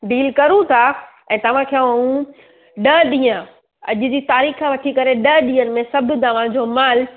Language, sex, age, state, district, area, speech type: Sindhi, female, 30-45, Gujarat, Surat, urban, conversation